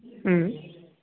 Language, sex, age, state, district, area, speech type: Kannada, male, 30-45, Karnataka, Bangalore Urban, rural, conversation